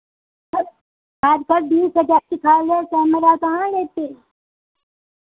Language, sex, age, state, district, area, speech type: Hindi, female, 60+, Uttar Pradesh, Sitapur, rural, conversation